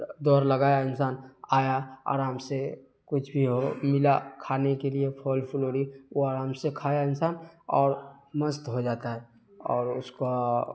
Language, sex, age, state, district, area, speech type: Urdu, male, 30-45, Bihar, Darbhanga, urban, spontaneous